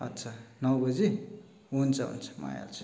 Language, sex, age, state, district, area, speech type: Nepali, male, 45-60, West Bengal, Darjeeling, rural, spontaneous